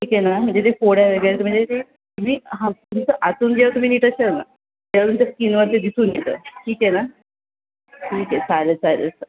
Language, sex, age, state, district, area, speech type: Marathi, female, 18-30, Maharashtra, Thane, urban, conversation